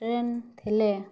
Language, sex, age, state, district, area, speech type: Odia, female, 18-30, Odisha, Mayurbhanj, rural, spontaneous